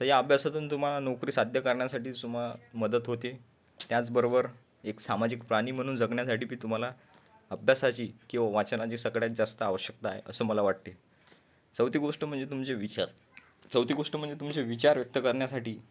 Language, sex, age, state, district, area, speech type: Marathi, male, 30-45, Maharashtra, Washim, rural, spontaneous